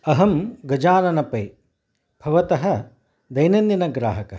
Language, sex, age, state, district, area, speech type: Sanskrit, male, 60+, Karnataka, Udupi, urban, spontaneous